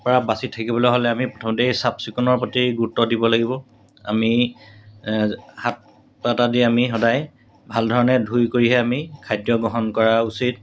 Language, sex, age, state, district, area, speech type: Assamese, male, 45-60, Assam, Golaghat, urban, spontaneous